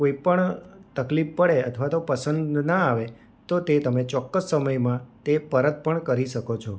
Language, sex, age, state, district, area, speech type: Gujarati, male, 30-45, Gujarat, Anand, urban, spontaneous